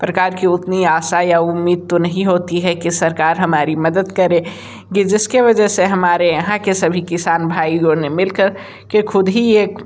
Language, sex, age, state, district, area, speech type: Hindi, male, 18-30, Uttar Pradesh, Sonbhadra, rural, spontaneous